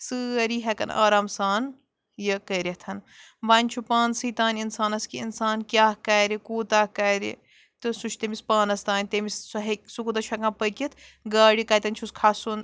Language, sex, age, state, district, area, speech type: Kashmiri, female, 18-30, Jammu and Kashmir, Bandipora, rural, spontaneous